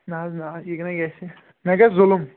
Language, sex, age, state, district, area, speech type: Kashmiri, male, 18-30, Jammu and Kashmir, Kulgam, rural, conversation